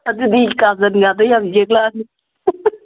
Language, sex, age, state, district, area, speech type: Manipuri, female, 60+, Manipur, Imphal East, rural, conversation